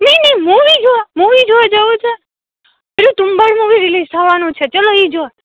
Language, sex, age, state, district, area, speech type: Gujarati, female, 18-30, Gujarat, Rajkot, urban, conversation